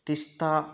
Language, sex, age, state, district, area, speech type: Sanskrit, male, 30-45, West Bengal, Murshidabad, urban, spontaneous